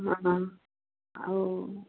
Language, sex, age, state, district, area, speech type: Odia, female, 60+, Odisha, Gajapati, rural, conversation